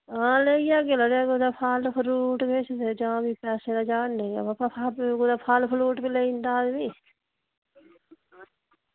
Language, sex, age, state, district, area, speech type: Dogri, female, 45-60, Jammu and Kashmir, Udhampur, rural, conversation